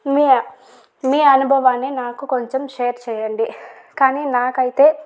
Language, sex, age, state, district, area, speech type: Telugu, female, 18-30, Andhra Pradesh, Chittoor, urban, spontaneous